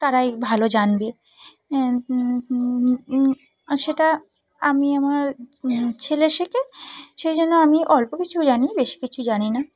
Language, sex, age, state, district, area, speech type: Bengali, female, 30-45, West Bengal, Cooch Behar, urban, spontaneous